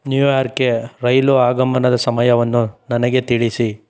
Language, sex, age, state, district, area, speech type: Kannada, male, 45-60, Karnataka, Chikkaballapur, rural, read